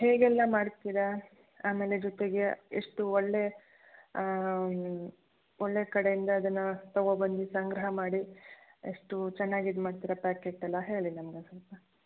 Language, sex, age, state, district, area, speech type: Kannada, female, 30-45, Karnataka, Shimoga, rural, conversation